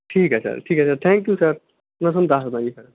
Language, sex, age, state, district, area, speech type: Punjabi, male, 30-45, Punjab, Bathinda, urban, conversation